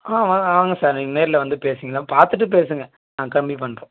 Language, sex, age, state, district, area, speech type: Tamil, male, 18-30, Tamil Nadu, Vellore, urban, conversation